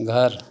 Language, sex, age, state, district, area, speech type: Hindi, male, 30-45, Uttar Pradesh, Chandauli, urban, read